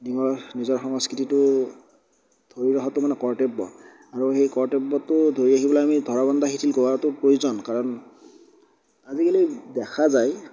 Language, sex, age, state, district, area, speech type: Assamese, male, 18-30, Assam, Darrang, rural, spontaneous